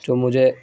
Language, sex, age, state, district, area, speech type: Urdu, male, 18-30, Bihar, Saharsa, urban, spontaneous